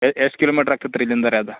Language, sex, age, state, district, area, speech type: Kannada, male, 30-45, Karnataka, Belgaum, rural, conversation